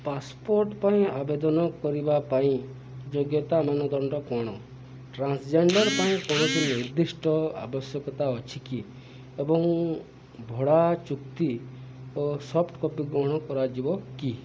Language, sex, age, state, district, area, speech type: Odia, male, 45-60, Odisha, Subarnapur, urban, read